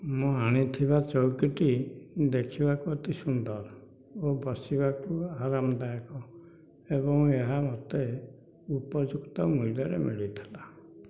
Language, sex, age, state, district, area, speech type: Odia, male, 60+, Odisha, Dhenkanal, rural, spontaneous